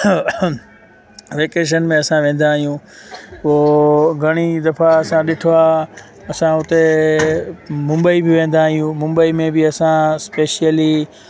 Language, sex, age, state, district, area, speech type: Sindhi, male, 30-45, Gujarat, Junagadh, rural, spontaneous